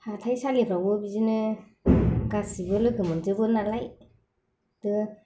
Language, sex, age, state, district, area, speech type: Bodo, female, 45-60, Assam, Kokrajhar, rural, spontaneous